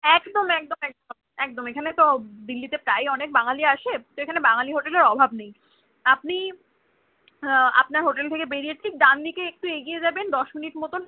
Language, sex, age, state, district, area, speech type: Bengali, female, 18-30, West Bengal, Kolkata, urban, conversation